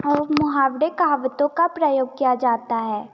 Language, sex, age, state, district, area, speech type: Hindi, female, 18-30, Madhya Pradesh, Betul, rural, spontaneous